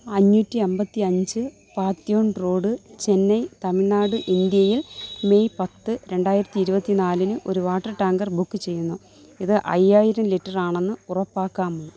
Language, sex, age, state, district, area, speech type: Malayalam, female, 45-60, Kerala, Thiruvananthapuram, rural, read